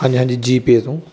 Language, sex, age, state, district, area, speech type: Punjabi, male, 30-45, Punjab, Firozpur, rural, spontaneous